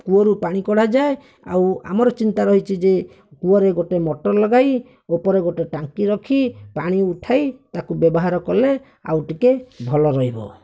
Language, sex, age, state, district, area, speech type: Odia, male, 30-45, Odisha, Bhadrak, rural, spontaneous